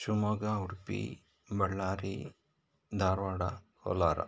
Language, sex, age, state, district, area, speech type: Kannada, male, 45-60, Karnataka, Shimoga, rural, spontaneous